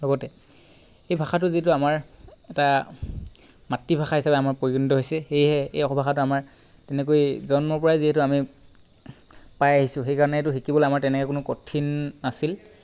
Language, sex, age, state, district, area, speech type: Assamese, male, 18-30, Assam, Tinsukia, urban, spontaneous